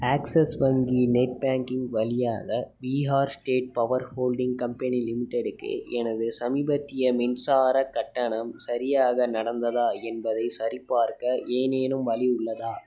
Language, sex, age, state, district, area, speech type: Tamil, male, 18-30, Tamil Nadu, Tiruppur, urban, read